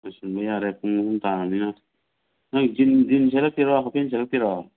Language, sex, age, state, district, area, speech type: Manipuri, male, 45-60, Manipur, Imphal East, rural, conversation